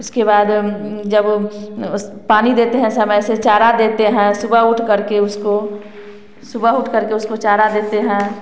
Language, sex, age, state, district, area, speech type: Hindi, female, 30-45, Bihar, Samastipur, urban, spontaneous